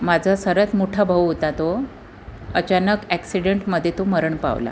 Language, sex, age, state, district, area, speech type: Marathi, female, 30-45, Maharashtra, Amravati, urban, spontaneous